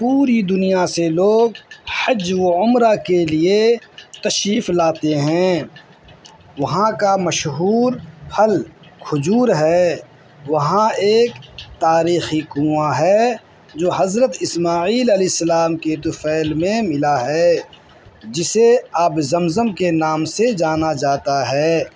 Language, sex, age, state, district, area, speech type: Urdu, male, 60+, Bihar, Madhubani, rural, spontaneous